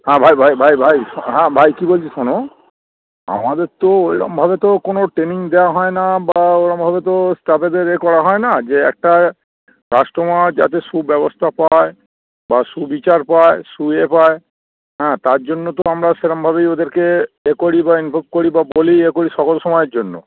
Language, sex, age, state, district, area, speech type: Bengali, male, 30-45, West Bengal, Darjeeling, rural, conversation